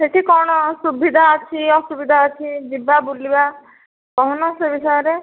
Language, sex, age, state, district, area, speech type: Odia, female, 18-30, Odisha, Nayagarh, rural, conversation